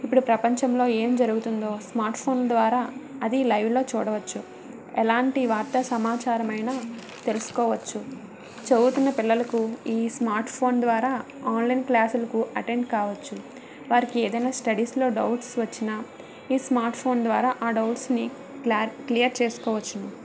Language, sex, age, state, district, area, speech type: Telugu, female, 45-60, Andhra Pradesh, Vizianagaram, rural, spontaneous